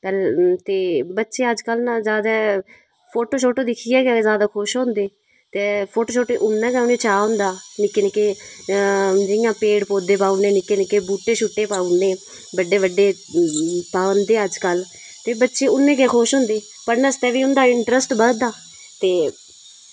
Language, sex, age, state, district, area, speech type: Dogri, female, 30-45, Jammu and Kashmir, Udhampur, rural, spontaneous